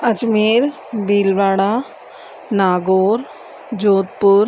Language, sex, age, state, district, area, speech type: Sindhi, female, 30-45, Rajasthan, Ajmer, urban, spontaneous